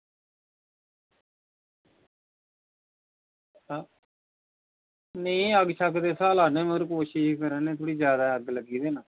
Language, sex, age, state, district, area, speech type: Dogri, male, 30-45, Jammu and Kashmir, Reasi, rural, conversation